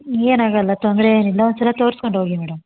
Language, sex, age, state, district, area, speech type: Kannada, female, 30-45, Karnataka, Hassan, urban, conversation